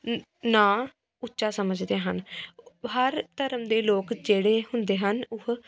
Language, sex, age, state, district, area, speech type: Punjabi, female, 18-30, Punjab, Pathankot, rural, spontaneous